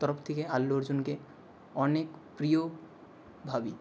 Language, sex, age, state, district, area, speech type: Bengali, male, 18-30, West Bengal, Nadia, rural, spontaneous